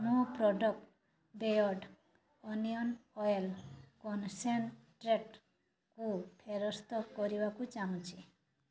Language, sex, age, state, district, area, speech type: Odia, female, 30-45, Odisha, Mayurbhanj, rural, read